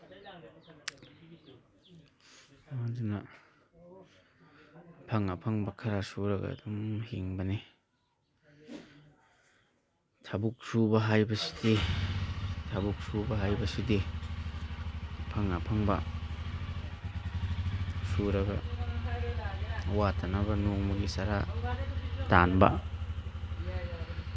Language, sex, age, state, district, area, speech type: Manipuri, male, 30-45, Manipur, Imphal East, rural, spontaneous